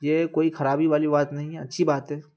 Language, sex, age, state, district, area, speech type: Urdu, male, 30-45, Bihar, Khagaria, rural, spontaneous